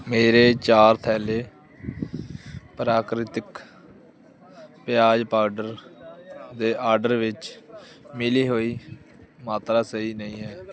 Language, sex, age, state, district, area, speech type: Punjabi, male, 18-30, Punjab, Hoshiarpur, rural, read